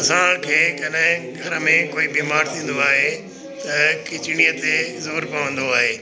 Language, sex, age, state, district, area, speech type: Sindhi, male, 60+, Delhi, South Delhi, urban, spontaneous